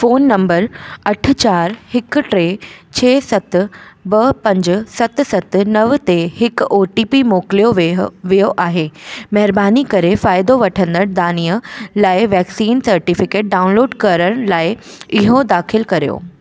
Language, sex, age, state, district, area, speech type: Sindhi, female, 18-30, Delhi, South Delhi, urban, read